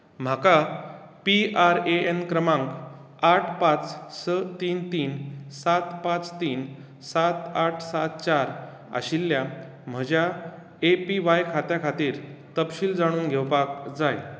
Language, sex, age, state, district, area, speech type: Goan Konkani, male, 45-60, Goa, Bardez, rural, read